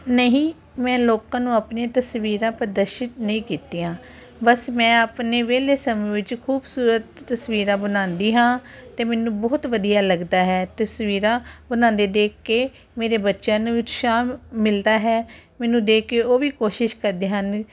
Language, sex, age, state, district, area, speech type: Punjabi, female, 45-60, Punjab, Ludhiana, urban, spontaneous